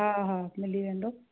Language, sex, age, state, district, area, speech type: Sindhi, female, 45-60, Rajasthan, Ajmer, urban, conversation